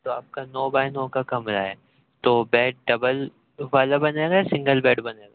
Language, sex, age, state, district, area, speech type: Urdu, male, 18-30, Uttar Pradesh, Ghaziabad, rural, conversation